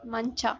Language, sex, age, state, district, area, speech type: Kannada, female, 30-45, Karnataka, Bangalore Urban, rural, read